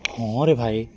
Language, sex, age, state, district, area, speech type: Odia, male, 18-30, Odisha, Nabarangpur, urban, spontaneous